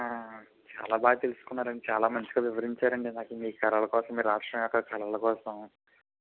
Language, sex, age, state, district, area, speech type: Telugu, male, 30-45, Andhra Pradesh, Eluru, rural, conversation